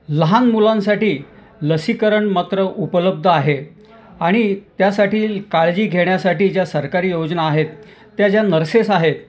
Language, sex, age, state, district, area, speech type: Marathi, male, 60+, Maharashtra, Nashik, urban, spontaneous